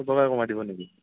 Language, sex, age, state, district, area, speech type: Assamese, male, 45-60, Assam, Morigaon, rural, conversation